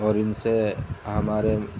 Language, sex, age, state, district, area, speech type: Urdu, male, 30-45, Delhi, Central Delhi, urban, spontaneous